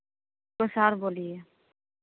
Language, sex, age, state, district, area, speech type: Hindi, female, 30-45, Bihar, Begusarai, urban, conversation